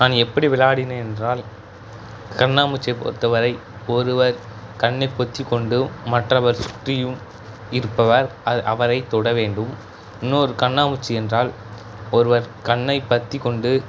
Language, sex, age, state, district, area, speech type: Tamil, male, 30-45, Tamil Nadu, Tiruchirappalli, rural, spontaneous